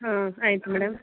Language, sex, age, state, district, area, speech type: Kannada, female, 30-45, Karnataka, Mysore, urban, conversation